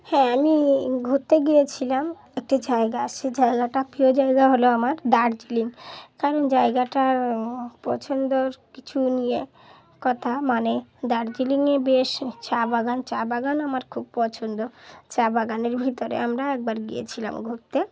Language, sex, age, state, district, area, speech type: Bengali, female, 30-45, West Bengal, Dakshin Dinajpur, urban, spontaneous